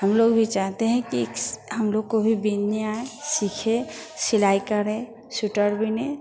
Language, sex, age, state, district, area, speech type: Hindi, female, 60+, Bihar, Vaishali, urban, spontaneous